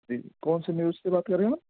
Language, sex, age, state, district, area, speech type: Urdu, male, 18-30, Delhi, South Delhi, urban, conversation